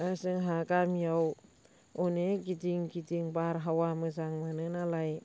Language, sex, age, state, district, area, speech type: Bodo, female, 60+, Assam, Baksa, rural, spontaneous